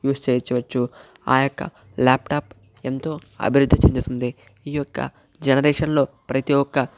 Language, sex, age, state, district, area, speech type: Telugu, male, 60+, Andhra Pradesh, Chittoor, rural, spontaneous